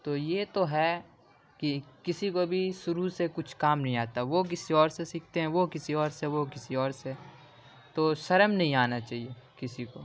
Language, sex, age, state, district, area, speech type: Urdu, male, 18-30, Uttar Pradesh, Ghaziabad, urban, spontaneous